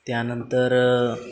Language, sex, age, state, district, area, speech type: Marathi, male, 18-30, Maharashtra, Satara, urban, spontaneous